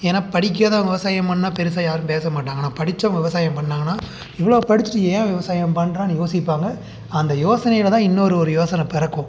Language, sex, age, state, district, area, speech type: Tamil, male, 30-45, Tamil Nadu, Salem, rural, spontaneous